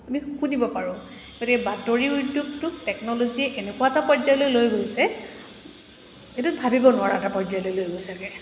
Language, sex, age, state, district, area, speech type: Assamese, female, 30-45, Assam, Kamrup Metropolitan, urban, spontaneous